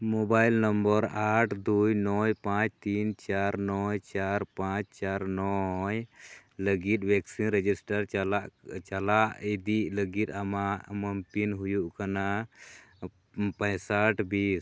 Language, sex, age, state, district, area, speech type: Santali, male, 30-45, Jharkhand, Pakur, rural, read